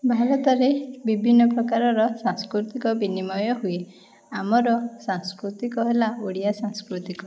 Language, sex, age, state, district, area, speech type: Odia, female, 18-30, Odisha, Puri, urban, spontaneous